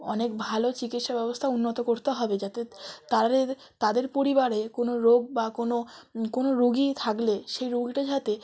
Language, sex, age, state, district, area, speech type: Bengali, female, 18-30, West Bengal, South 24 Parganas, rural, spontaneous